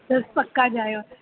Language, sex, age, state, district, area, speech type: Dogri, female, 30-45, Jammu and Kashmir, Jammu, urban, conversation